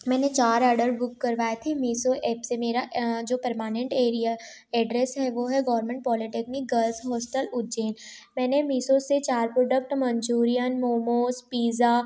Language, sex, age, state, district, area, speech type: Hindi, female, 18-30, Madhya Pradesh, Ujjain, urban, spontaneous